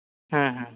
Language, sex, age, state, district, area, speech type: Santali, male, 30-45, West Bengal, Jhargram, rural, conversation